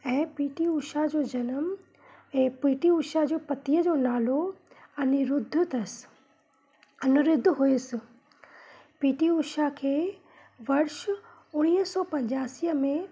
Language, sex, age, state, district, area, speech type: Sindhi, female, 30-45, Madhya Pradesh, Katni, urban, spontaneous